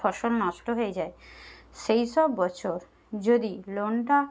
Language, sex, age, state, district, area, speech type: Bengali, female, 30-45, West Bengal, Jhargram, rural, spontaneous